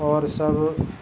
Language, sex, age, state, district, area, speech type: Urdu, male, 30-45, Uttar Pradesh, Gautam Buddha Nagar, urban, spontaneous